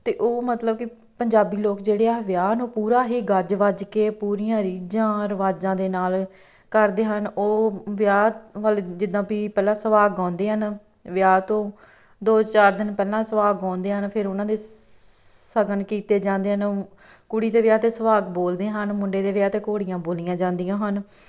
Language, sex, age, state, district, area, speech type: Punjabi, female, 30-45, Punjab, Tarn Taran, rural, spontaneous